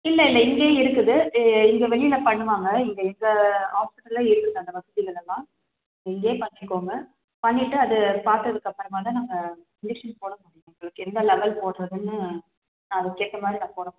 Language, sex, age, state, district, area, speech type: Tamil, female, 30-45, Tamil Nadu, Chennai, urban, conversation